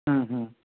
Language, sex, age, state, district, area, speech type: Kannada, male, 30-45, Karnataka, Mysore, urban, conversation